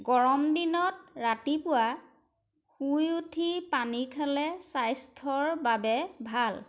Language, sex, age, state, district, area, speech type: Assamese, female, 30-45, Assam, Majuli, urban, spontaneous